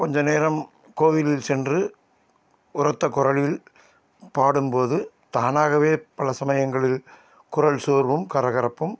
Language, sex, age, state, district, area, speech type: Tamil, male, 60+, Tamil Nadu, Salem, urban, spontaneous